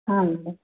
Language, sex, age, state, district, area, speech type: Kannada, female, 30-45, Karnataka, Chitradurga, rural, conversation